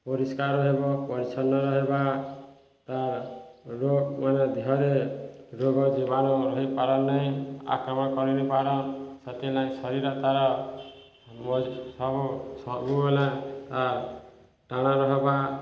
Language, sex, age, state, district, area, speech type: Odia, male, 30-45, Odisha, Balangir, urban, spontaneous